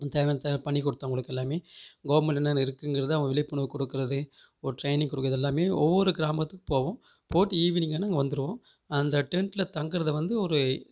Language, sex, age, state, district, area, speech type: Tamil, male, 30-45, Tamil Nadu, Namakkal, rural, spontaneous